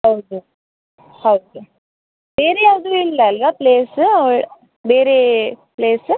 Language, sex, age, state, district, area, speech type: Kannada, female, 18-30, Karnataka, Dakshina Kannada, rural, conversation